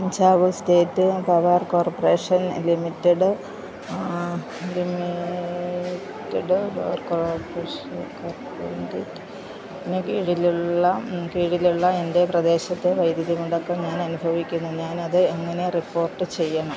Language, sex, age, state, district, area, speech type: Malayalam, female, 60+, Kerala, Alappuzha, rural, read